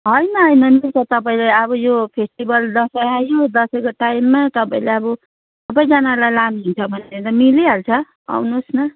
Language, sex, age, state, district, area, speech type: Nepali, female, 30-45, West Bengal, Darjeeling, rural, conversation